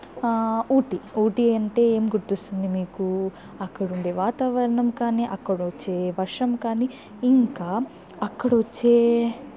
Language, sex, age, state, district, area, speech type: Telugu, female, 18-30, Andhra Pradesh, Chittoor, rural, spontaneous